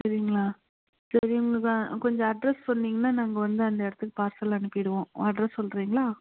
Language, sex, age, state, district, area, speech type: Tamil, female, 45-60, Tamil Nadu, Krishnagiri, rural, conversation